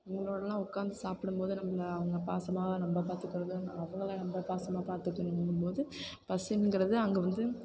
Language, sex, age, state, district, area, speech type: Tamil, female, 18-30, Tamil Nadu, Thanjavur, urban, spontaneous